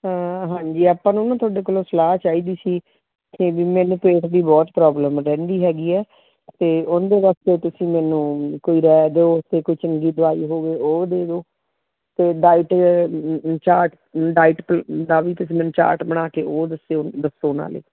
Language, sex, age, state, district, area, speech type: Punjabi, female, 45-60, Punjab, Muktsar, urban, conversation